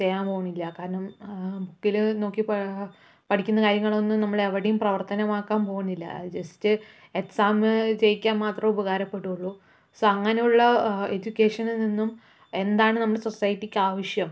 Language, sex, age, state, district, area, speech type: Malayalam, female, 30-45, Kerala, Palakkad, urban, spontaneous